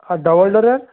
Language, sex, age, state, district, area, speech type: Bengali, male, 30-45, West Bengal, Jalpaiguri, rural, conversation